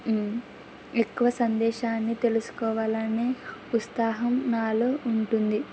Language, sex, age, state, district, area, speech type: Telugu, female, 18-30, Andhra Pradesh, Kurnool, rural, spontaneous